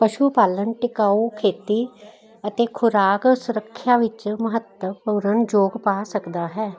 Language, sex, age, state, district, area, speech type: Punjabi, female, 60+, Punjab, Jalandhar, urban, spontaneous